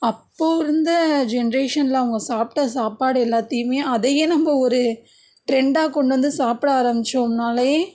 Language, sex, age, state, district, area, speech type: Tamil, female, 30-45, Tamil Nadu, Tiruvarur, rural, spontaneous